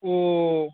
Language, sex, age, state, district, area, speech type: Bengali, male, 18-30, West Bengal, Paschim Medinipur, rural, conversation